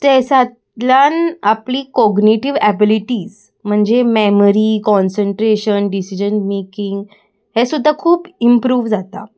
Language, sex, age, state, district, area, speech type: Goan Konkani, female, 18-30, Goa, Salcete, urban, spontaneous